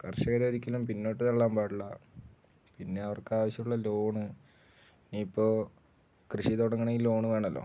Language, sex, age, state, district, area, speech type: Malayalam, male, 18-30, Kerala, Wayanad, rural, spontaneous